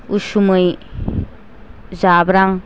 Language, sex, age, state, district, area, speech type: Bodo, female, 45-60, Assam, Chirang, rural, spontaneous